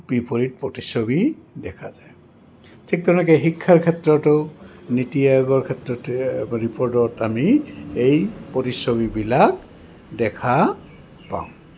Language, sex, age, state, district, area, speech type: Assamese, male, 60+, Assam, Goalpara, urban, spontaneous